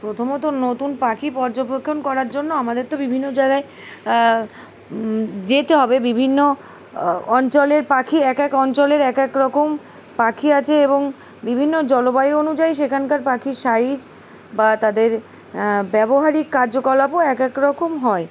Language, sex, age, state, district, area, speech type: Bengali, female, 45-60, West Bengal, Uttar Dinajpur, urban, spontaneous